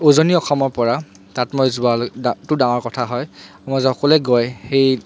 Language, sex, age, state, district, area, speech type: Assamese, male, 30-45, Assam, Charaideo, urban, spontaneous